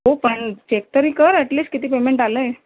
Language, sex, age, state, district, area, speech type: Marathi, female, 45-60, Maharashtra, Thane, rural, conversation